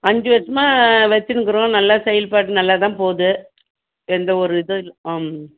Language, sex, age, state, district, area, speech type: Tamil, female, 60+, Tamil Nadu, Dharmapuri, rural, conversation